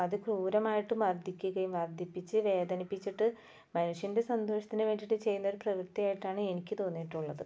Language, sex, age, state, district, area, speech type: Malayalam, female, 30-45, Kerala, Ernakulam, rural, spontaneous